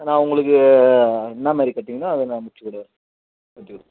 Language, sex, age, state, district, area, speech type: Tamil, male, 45-60, Tamil Nadu, Sivaganga, rural, conversation